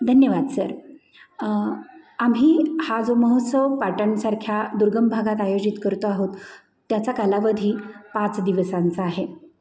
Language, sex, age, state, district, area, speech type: Marathi, female, 45-60, Maharashtra, Satara, urban, spontaneous